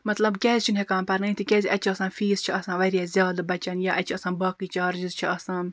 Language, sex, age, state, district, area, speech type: Kashmiri, female, 30-45, Jammu and Kashmir, Baramulla, rural, spontaneous